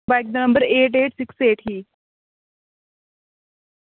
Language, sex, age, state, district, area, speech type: Dogri, female, 18-30, Jammu and Kashmir, Kathua, rural, conversation